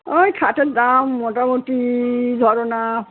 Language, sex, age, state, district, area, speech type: Bengali, female, 60+, West Bengal, Darjeeling, rural, conversation